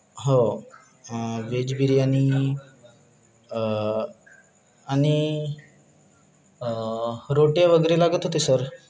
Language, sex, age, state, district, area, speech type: Marathi, male, 30-45, Maharashtra, Gadchiroli, rural, spontaneous